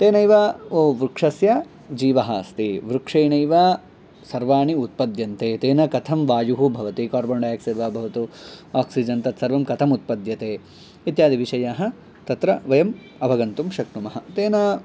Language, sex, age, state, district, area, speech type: Sanskrit, male, 18-30, Telangana, Medchal, rural, spontaneous